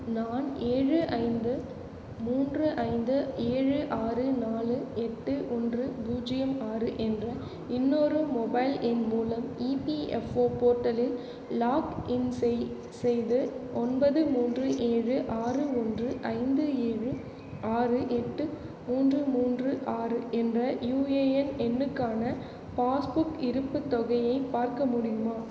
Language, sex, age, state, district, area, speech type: Tamil, female, 18-30, Tamil Nadu, Cuddalore, rural, read